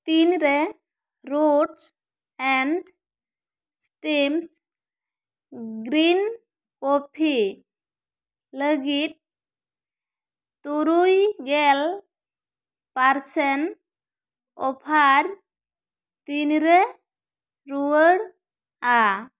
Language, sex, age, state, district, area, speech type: Santali, female, 18-30, West Bengal, Bankura, rural, read